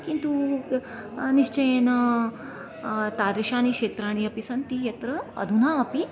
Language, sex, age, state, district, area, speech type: Sanskrit, female, 45-60, Maharashtra, Nashik, rural, spontaneous